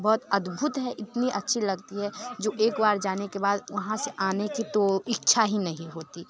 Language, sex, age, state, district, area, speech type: Hindi, female, 18-30, Bihar, Muzaffarpur, rural, spontaneous